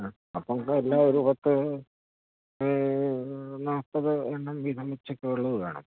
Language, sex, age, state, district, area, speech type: Malayalam, male, 45-60, Kerala, Idukki, rural, conversation